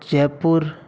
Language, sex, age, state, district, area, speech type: Hindi, male, 60+, Rajasthan, Jodhpur, urban, spontaneous